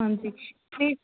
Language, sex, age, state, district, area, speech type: Punjabi, female, 30-45, Punjab, Mansa, urban, conversation